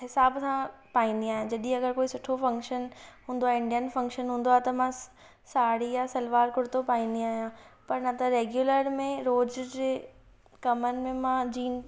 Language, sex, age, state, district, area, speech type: Sindhi, female, 18-30, Maharashtra, Thane, urban, spontaneous